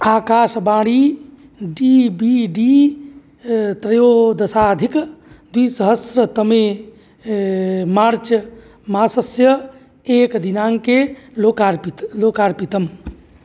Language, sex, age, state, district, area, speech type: Sanskrit, male, 45-60, Uttar Pradesh, Mirzapur, urban, read